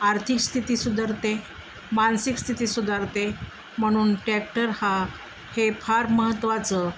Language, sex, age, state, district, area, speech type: Marathi, female, 45-60, Maharashtra, Osmanabad, rural, spontaneous